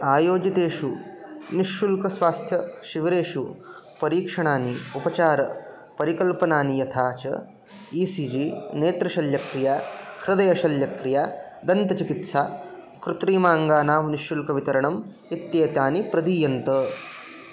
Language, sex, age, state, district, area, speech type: Sanskrit, male, 18-30, Maharashtra, Aurangabad, urban, read